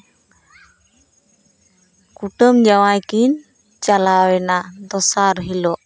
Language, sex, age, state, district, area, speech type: Santali, female, 30-45, West Bengal, Jhargram, rural, spontaneous